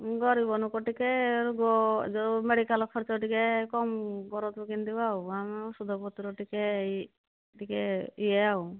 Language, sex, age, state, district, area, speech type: Odia, female, 45-60, Odisha, Angul, rural, conversation